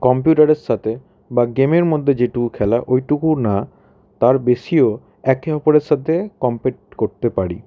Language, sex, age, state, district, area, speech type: Bengali, male, 18-30, West Bengal, Howrah, urban, spontaneous